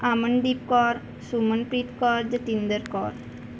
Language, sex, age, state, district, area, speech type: Punjabi, female, 18-30, Punjab, Mansa, rural, spontaneous